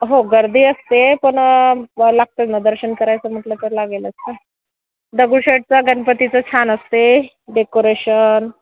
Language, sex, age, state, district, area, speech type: Marathi, female, 30-45, Maharashtra, Yavatmal, rural, conversation